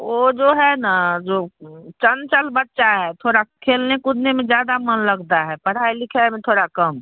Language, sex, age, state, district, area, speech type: Hindi, female, 45-60, Bihar, Darbhanga, rural, conversation